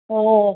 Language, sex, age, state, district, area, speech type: Marathi, female, 60+, Maharashtra, Pune, urban, conversation